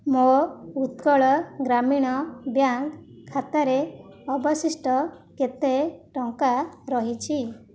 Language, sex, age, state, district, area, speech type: Odia, female, 45-60, Odisha, Jajpur, rural, read